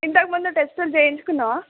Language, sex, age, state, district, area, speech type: Telugu, female, 18-30, Telangana, Hyderabad, urban, conversation